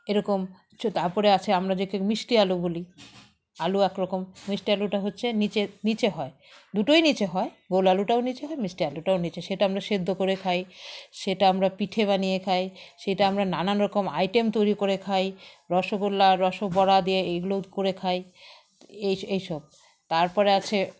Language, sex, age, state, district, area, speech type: Bengali, female, 45-60, West Bengal, Alipurduar, rural, spontaneous